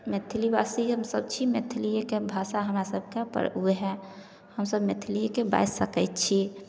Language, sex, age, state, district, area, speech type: Maithili, female, 30-45, Bihar, Samastipur, urban, spontaneous